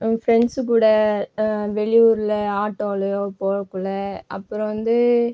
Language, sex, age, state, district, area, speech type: Tamil, female, 18-30, Tamil Nadu, Cuddalore, rural, spontaneous